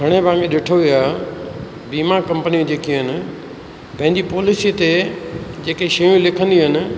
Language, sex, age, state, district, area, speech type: Sindhi, male, 60+, Rajasthan, Ajmer, urban, spontaneous